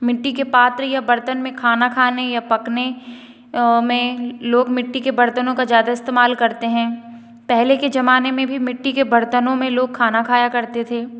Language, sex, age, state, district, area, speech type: Hindi, female, 30-45, Madhya Pradesh, Balaghat, rural, spontaneous